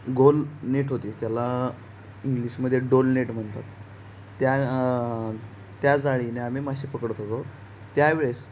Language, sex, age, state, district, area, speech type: Marathi, male, 18-30, Maharashtra, Ratnagiri, rural, spontaneous